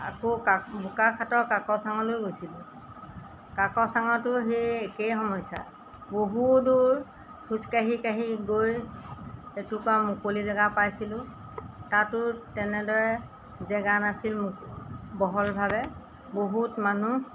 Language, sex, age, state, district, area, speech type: Assamese, female, 60+, Assam, Golaghat, rural, spontaneous